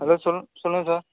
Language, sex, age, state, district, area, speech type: Tamil, male, 18-30, Tamil Nadu, Nagapattinam, rural, conversation